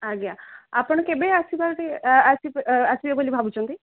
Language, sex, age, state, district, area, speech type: Odia, female, 30-45, Odisha, Sundergarh, urban, conversation